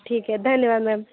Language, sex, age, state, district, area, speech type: Hindi, female, 18-30, Uttar Pradesh, Prayagraj, urban, conversation